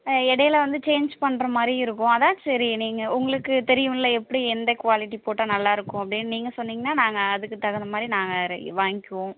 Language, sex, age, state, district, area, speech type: Tamil, female, 18-30, Tamil Nadu, Mayiladuthurai, urban, conversation